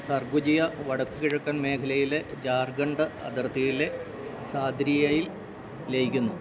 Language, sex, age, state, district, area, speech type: Malayalam, male, 60+, Kerala, Idukki, rural, read